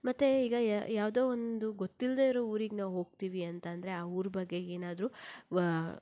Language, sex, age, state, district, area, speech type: Kannada, female, 30-45, Karnataka, Shimoga, rural, spontaneous